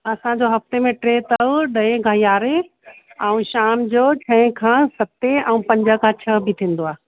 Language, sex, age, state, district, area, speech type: Sindhi, female, 30-45, Uttar Pradesh, Lucknow, urban, conversation